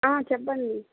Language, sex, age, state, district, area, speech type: Telugu, female, 30-45, Andhra Pradesh, Kadapa, rural, conversation